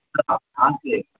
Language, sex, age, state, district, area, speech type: Urdu, male, 18-30, Bihar, Darbhanga, rural, conversation